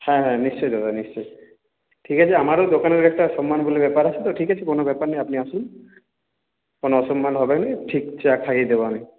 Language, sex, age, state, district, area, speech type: Bengali, male, 30-45, West Bengal, Purulia, rural, conversation